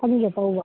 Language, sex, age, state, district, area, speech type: Manipuri, female, 30-45, Manipur, Kakching, rural, conversation